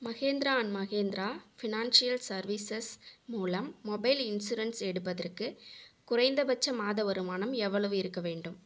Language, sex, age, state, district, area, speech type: Tamil, female, 30-45, Tamil Nadu, Viluppuram, urban, read